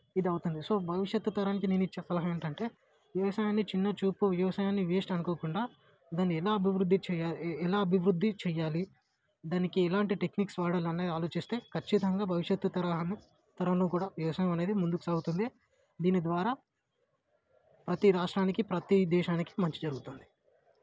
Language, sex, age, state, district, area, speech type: Telugu, male, 18-30, Telangana, Vikarabad, urban, spontaneous